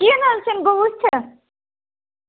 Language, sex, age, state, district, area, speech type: Kashmiri, female, 30-45, Jammu and Kashmir, Budgam, rural, conversation